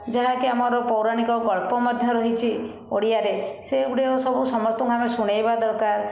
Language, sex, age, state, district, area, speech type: Odia, female, 60+, Odisha, Bhadrak, rural, spontaneous